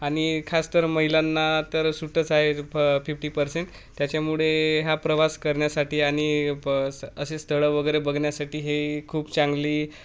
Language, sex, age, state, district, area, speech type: Marathi, male, 18-30, Maharashtra, Gadchiroli, rural, spontaneous